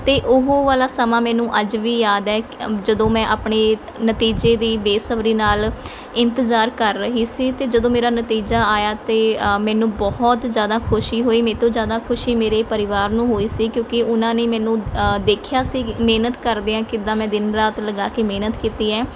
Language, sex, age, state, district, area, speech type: Punjabi, female, 30-45, Punjab, Mohali, rural, spontaneous